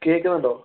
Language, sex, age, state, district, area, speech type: Malayalam, male, 18-30, Kerala, Wayanad, rural, conversation